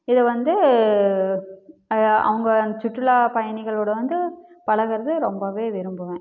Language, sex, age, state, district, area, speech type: Tamil, female, 30-45, Tamil Nadu, Namakkal, rural, spontaneous